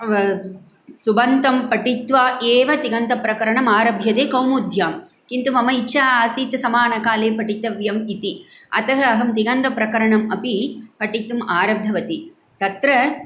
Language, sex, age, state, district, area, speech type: Sanskrit, female, 45-60, Tamil Nadu, Coimbatore, urban, spontaneous